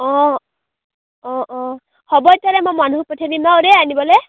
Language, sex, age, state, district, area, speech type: Assamese, female, 18-30, Assam, Dhemaji, rural, conversation